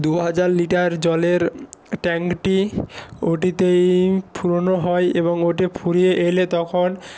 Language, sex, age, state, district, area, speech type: Bengali, male, 45-60, West Bengal, Nadia, rural, spontaneous